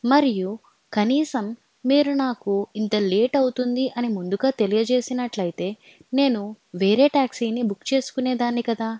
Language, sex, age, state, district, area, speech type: Telugu, female, 18-30, Andhra Pradesh, Alluri Sitarama Raju, urban, spontaneous